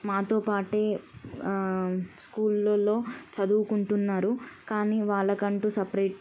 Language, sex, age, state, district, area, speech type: Telugu, female, 18-30, Telangana, Siddipet, urban, spontaneous